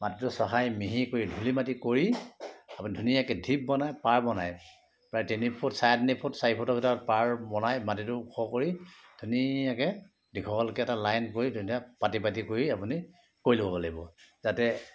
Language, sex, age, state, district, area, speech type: Assamese, male, 45-60, Assam, Sivasagar, rural, spontaneous